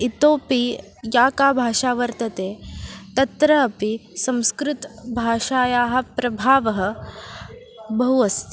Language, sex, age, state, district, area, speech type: Sanskrit, female, 18-30, Maharashtra, Ahmednagar, urban, spontaneous